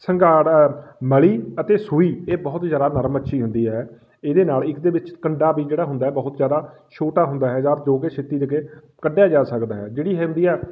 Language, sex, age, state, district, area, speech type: Punjabi, male, 30-45, Punjab, Fatehgarh Sahib, rural, spontaneous